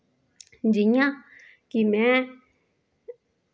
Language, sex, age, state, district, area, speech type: Dogri, female, 30-45, Jammu and Kashmir, Udhampur, rural, spontaneous